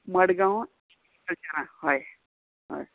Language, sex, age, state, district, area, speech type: Goan Konkani, female, 60+, Goa, Murmgao, rural, conversation